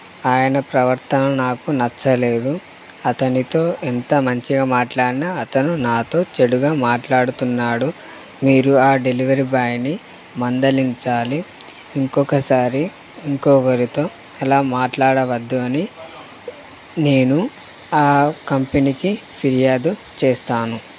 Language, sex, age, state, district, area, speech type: Telugu, male, 18-30, Telangana, Karimnagar, rural, spontaneous